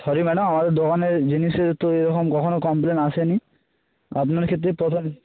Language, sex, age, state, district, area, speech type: Bengali, male, 18-30, West Bengal, Purba Medinipur, rural, conversation